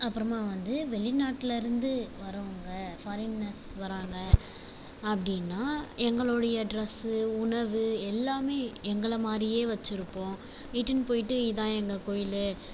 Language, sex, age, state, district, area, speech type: Tamil, female, 30-45, Tamil Nadu, Viluppuram, rural, spontaneous